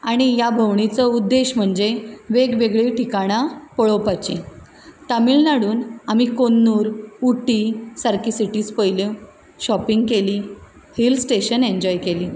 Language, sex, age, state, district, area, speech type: Goan Konkani, female, 30-45, Goa, Ponda, rural, spontaneous